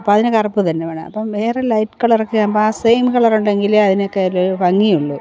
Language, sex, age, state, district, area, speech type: Malayalam, female, 45-60, Kerala, Pathanamthitta, rural, spontaneous